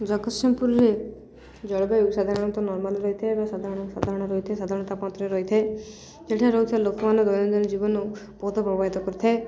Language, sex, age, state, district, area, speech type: Odia, female, 18-30, Odisha, Jagatsinghpur, rural, spontaneous